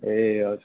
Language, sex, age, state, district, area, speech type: Nepali, male, 30-45, West Bengal, Kalimpong, rural, conversation